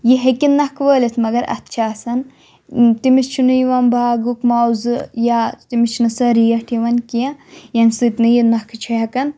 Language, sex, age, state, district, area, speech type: Kashmiri, female, 18-30, Jammu and Kashmir, Shopian, rural, spontaneous